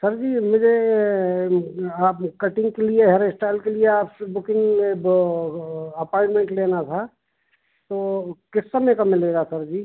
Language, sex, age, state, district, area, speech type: Hindi, male, 45-60, Madhya Pradesh, Hoshangabad, rural, conversation